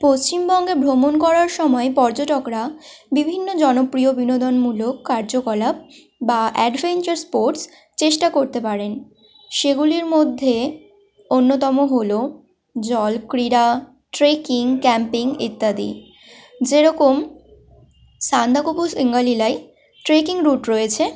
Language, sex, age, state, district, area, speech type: Bengali, female, 18-30, West Bengal, Malda, rural, spontaneous